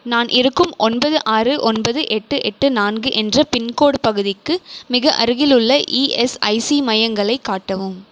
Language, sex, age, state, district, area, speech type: Tamil, female, 18-30, Tamil Nadu, Krishnagiri, rural, read